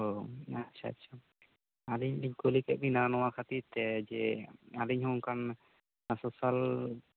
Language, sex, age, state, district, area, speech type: Santali, male, 18-30, West Bengal, Bankura, rural, conversation